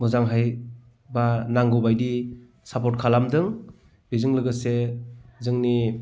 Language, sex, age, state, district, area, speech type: Bodo, male, 30-45, Assam, Baksa, rural, spontaneous